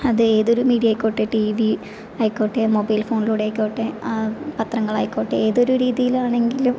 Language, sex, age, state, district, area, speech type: Malayalam, female, 18-30, Kerala, Thrissur, rural, spontaneous